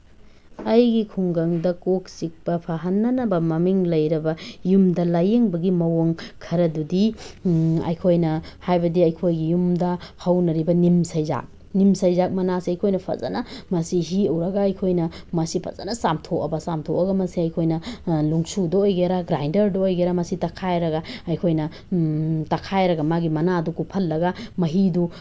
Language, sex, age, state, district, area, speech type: Manipuri, female, 30-45, Manipur, Tengnoupal, rural, spontaneous